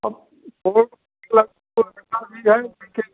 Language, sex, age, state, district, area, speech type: Hindi, male, 60+, Uttar Pradesh, Jaunpur, rural, conversation